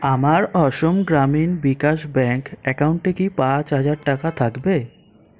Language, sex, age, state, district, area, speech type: Bengali, male, 18-30, West Bengal, Kolkata, urban, read